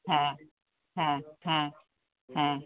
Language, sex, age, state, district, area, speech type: Bengali, female, 45-60, West Bengal, Darjeeling, urban, conversation